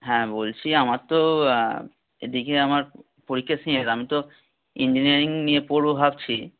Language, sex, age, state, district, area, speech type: Bengali, male, 18-30, West Bengal, Howrah, urban, conversation